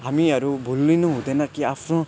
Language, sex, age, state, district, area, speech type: Nepali, male, 18-30, West Bengal, Jalpaiguri, rural, spontaneous